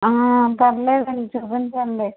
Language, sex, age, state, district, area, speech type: Telugu, female, 45-60, Andhra Pradesh, West Godavari, rural, conversation